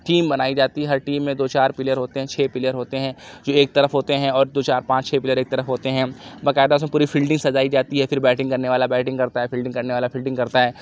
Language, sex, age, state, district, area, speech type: Urdu, male, 18-30, Uttar Pradesh, Lucknow, urban, spontaneous